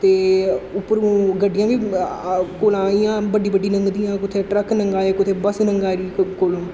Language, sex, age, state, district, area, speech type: Dogri, male, 18-30, Jammu and Kashmir, Jammu, urban, spontaneous